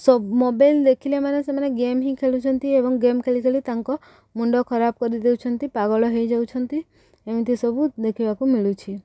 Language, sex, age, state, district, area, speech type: Odia, female, 18-30, Odisha, Subarnapur, urban, spontaneous